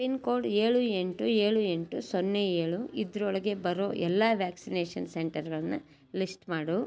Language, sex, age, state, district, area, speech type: Kannada, female, 60+, Karnataka, Chitradurga, rural, read